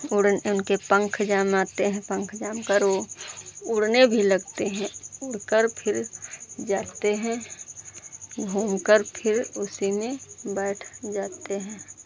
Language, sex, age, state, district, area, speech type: Hindi, female, 45-60, Uttar Pradesh, Lucknow, rural, spontaneous